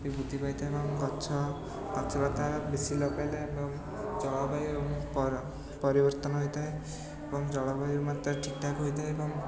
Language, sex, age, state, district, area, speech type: Odia, male, 18-30, Odisha, Puri, urban, spontaneous